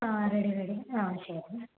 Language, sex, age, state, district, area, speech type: Malayalam, female, 30-45, Kerala, Palakkad, rural, conversation